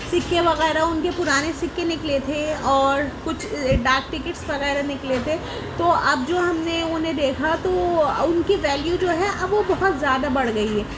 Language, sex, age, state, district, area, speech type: Urdu, female, 18-30, Delhi, Central Delhi, urban, spontaneous